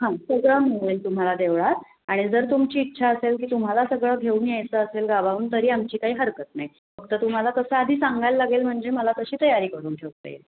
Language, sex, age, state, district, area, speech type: Marathi, female, 18-30, Maharashtra, Pune, urban, conversation